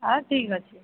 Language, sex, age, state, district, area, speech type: Odia, female, 45-60, Odisha, Sambalpur, rural, conversation